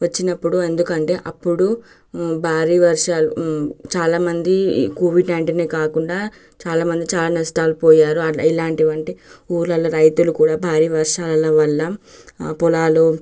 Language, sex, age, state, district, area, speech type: Telugu, female, 18-30, Telangana, Nalgonda, urban, spontaneous